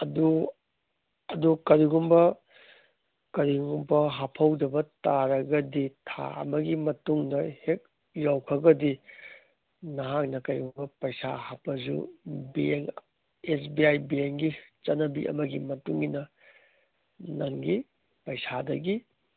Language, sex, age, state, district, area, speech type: Manipuri, male, 30-45, Manipur, Kangpokpi, urban, conversation